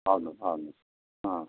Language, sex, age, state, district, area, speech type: Telugu, male, 45-60, Telangana, Peddapalli, rural, conversation